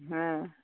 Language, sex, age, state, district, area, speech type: Bengali, female, 45-60, West Bengal, Cooch Behar, urban, conversation